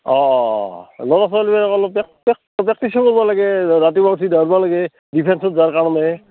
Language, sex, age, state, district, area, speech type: Assamese, male, 45-60, Assam, Barpeta, rural, conversation